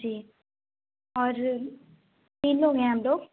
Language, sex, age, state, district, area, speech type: Hindi, female, 18-30, Madhya Pradesh, Katni, urban, conversation